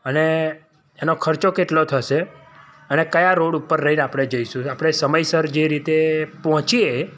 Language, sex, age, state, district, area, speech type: Gujarati, male, 30-45, Gujarat, Kheda, rural, spontaneous